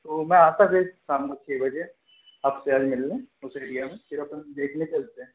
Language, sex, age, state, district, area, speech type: Hindi, male, 30-45, Madhya Pradesh, Balaghat, rural, conversation